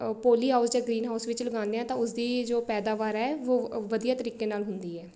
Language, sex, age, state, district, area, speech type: Punjabi, female, 18-30, Punjab, Shaheed Bhagat Singh Nagar, urban, spontaneous